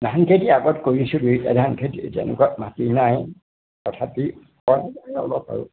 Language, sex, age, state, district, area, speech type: Assamese, male, 60+, Assam, Majuli, urban, conversation